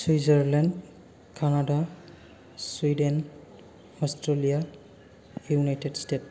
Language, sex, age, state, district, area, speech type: Bodo, male, 18-30, Assam, Chirang, urban, spontaneous